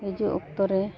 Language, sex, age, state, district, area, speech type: Santali, female, 45-60, Jharkhand, East Singhbhum, rural, spontaneous